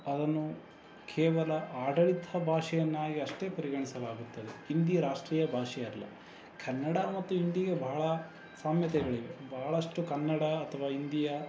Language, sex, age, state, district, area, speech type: Kannada, male, 18-30, Karnataka, Davanagere, urban, spontaneous